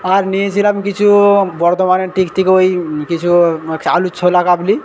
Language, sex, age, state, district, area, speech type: Bengali, male, 18-30, West Bengal, Paschim Medinipur, rural, spontaneous